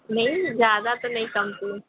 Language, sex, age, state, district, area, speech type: Hindi, female, 30-45, Uttar Pradesh, Azamgarh, urban, conversation